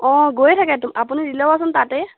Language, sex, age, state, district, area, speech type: Assamese, female, 18-30, Assam, Sivasagar, rural, conversation